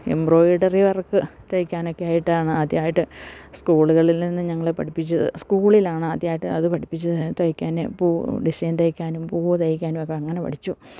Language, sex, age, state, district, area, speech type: Malayalam, female, 60+, Kerala, Idukki, rural, spontaneous